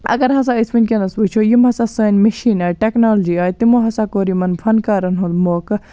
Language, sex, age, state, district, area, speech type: Kashmiri, female, 18-30, Jammu and Kashmir, Baramulla, rural, spontaneous